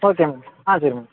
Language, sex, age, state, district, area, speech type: Tamil, male, 18-30, Tamil Nadu, Madurai, rural, conversation